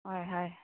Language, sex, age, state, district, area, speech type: Assamese, female, 30-45, Assam, Tinsukia, urban, conversation